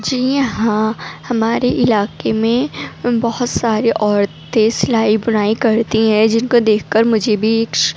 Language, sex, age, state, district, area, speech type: Urdu, female, 18-30, Delhi, North East Delhi, urban, spontaneous